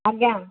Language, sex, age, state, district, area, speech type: Odia, female, 45-60, Odisha, Sundergarh, rural, conversation